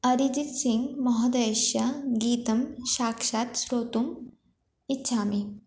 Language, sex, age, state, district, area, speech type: Sanskrit, female, 18-30, West Bengal, Jalpaiguri, urban, spontaneous